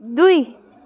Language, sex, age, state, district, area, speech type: Nepali, female, 18-30, West Bengal, Kalimpong, rural, read